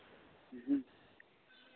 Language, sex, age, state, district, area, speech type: Santali, male, 18-30, Jharkhand, Pakur, rural, conversation